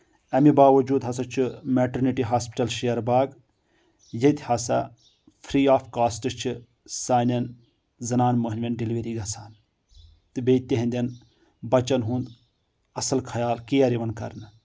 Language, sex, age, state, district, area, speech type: Kashmiri, male, 30-45, Jammu and Kashmir, Anantnag, rural, spontaneous